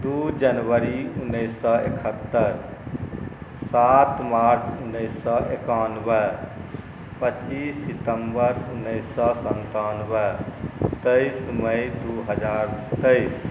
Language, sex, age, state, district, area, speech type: Maithili, male, 45-60, Bihar, Saharsa, urban, spontaneous